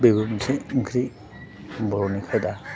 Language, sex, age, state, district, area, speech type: Bodo, male, 45-60, Assam, Chirang, urban, spontaneous